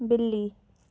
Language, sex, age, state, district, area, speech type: Dogri, female, 18-30, Jammu and Kashmir, Samba, urban, read